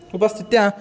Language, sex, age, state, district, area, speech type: Sanskrit, male, 18-30, Karnataka, Dharwad, urban, spontaneous